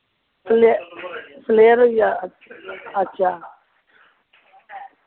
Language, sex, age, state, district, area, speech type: Dogri, female, 45-60, Jammu and Kashmir, Jammu, urban, conversation